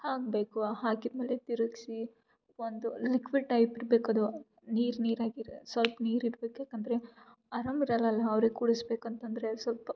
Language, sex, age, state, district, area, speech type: Kannada, female, 18-30, Karnataka, Gulbarga, urban, spontaneous